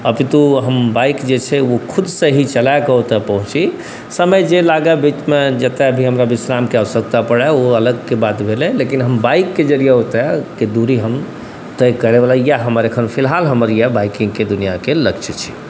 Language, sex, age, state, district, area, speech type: Maithili, male, 45-60, Bihar, Saharsa, urban, spontaneous